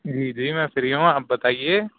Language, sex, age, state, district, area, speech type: Urdu, male, 18-30, Uttar Pradesh, Rampur, urban, conversation